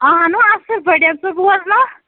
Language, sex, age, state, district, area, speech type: Kashmiri, female, 30-45, Jammu and Kashmir, Ganderbal, rural, conversation